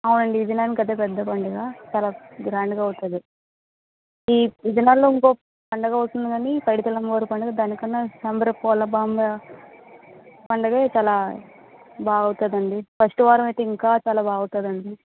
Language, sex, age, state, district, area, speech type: Telugu, female, 18-30, Andhra Pradesh, Vizianagaram, rural, conversation